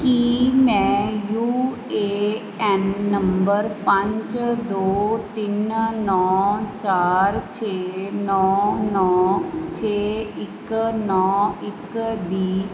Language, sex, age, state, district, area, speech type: Punjabi, female, 30-45, Punjab, Mansa, urban, read